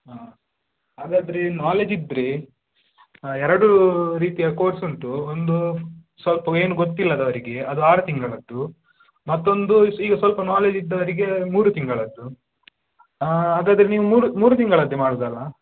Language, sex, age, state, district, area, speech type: Kannada, male, 18-30, Karnataka, Udupi, rural, conversation